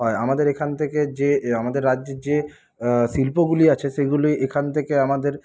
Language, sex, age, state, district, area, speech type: Bengali, male, 45-60, West Bengal, Paschim Bardhaman, rural, spontaneous